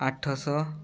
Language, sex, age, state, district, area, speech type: Odia, male, 18-30, Odisha, Mayurbhanj, rural, spontaneous